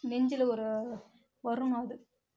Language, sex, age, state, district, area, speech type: Tamil, female, 18-30, Tamil Nadu, Kallakurichi, rural, spontaneous